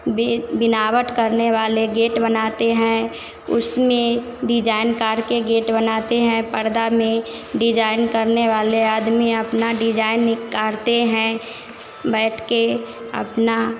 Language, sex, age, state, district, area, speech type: Hindi, female, 45-60, Bihar, Vaishali, urban, spontaneous